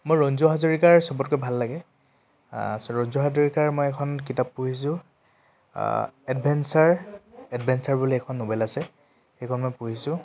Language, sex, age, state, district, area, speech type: Assamese, male, 18-30, Assam, Tinsukia, urban, spontaneous